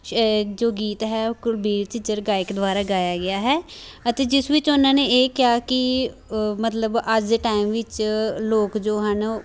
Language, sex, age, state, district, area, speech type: Punjabi, female, 18-30, Punjab, Amritsar, rural, spontaneous